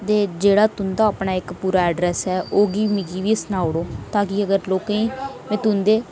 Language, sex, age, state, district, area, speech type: Dogri, female, 18-30, Jammu and Kashmir, Reasi, rural, spontaneous